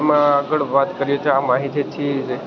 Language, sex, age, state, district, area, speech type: Gujarati, male, 18-30, Gujarat, Junagadh, urban, spontaneous